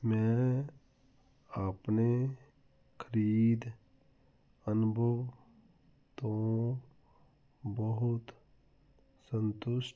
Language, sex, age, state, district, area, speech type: Punjabi, male, 45-60, Punjab, Fazilka, rural, read